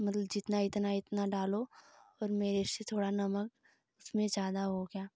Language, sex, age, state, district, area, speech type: Hindi, female, 18-30, Uttar Pradesh, Ghazipur, rural, spontaneous